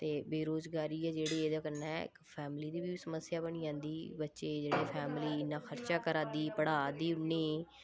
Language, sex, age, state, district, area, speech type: Dogri, female, 18-30, Jammu and Kashmir, Udhampur, rural, spontaneous